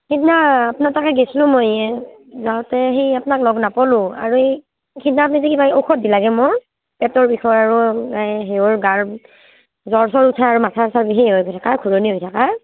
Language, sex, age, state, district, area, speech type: Assamese, female, 30-45, Assam, Barpeta, rural, conversation